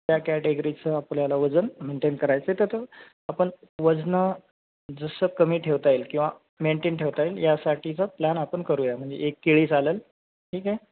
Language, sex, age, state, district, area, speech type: Marathi, male, 30-45, Maharashtra, Nanded, rural, conversation